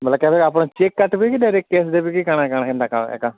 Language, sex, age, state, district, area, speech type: Odia, male, 45-60, Odisha, Nuapada, urban, conversation